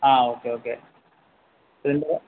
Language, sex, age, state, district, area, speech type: Malayalam, male, 30-45, Kerala, Wayanad, rural, conversation